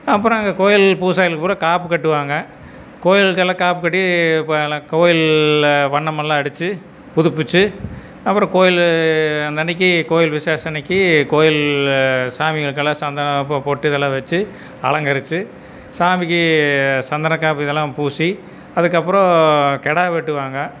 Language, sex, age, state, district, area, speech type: Tamil, male, 60+, Tamil Nadu, Erode, rural, spontaneous